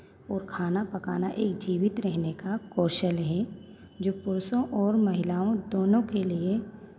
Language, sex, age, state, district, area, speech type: Hindi, female, 18-30, Madhya Pradesh, Hoshangabad, urban, spontaneous